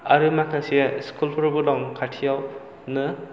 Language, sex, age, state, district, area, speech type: Bodo, male, 18-30, Assam, Chirang, rural, spontaneous